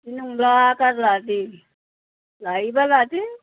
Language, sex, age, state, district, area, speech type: Bodo, female, 60+, Assam, Kokrajhar, urban, conversation